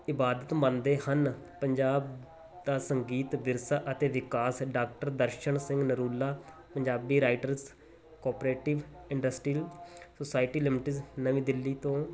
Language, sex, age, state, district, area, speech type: Punjabi, male, 30-45, Punjab, Muktsar, rural, spontaneous